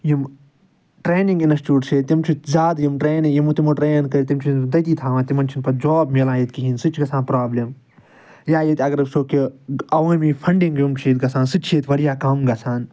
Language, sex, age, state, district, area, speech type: Kashmiri, male, 45-60, Jammu and Kashmir, Srinagar, urban, spontaneous